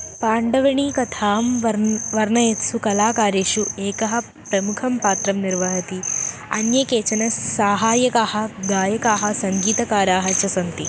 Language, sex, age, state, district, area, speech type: Sanskrit, female, 18-30, Kerala, Kottayam, rural, read